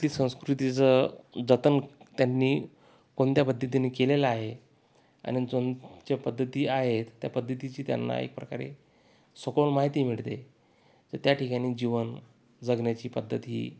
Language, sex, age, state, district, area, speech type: Marathi, male, 30-45, Maharashtra, Akola, urban, spontaneous